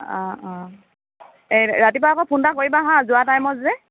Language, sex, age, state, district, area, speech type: Assamese, female, 45-60, Assam, Dibrugarh, rural, conversation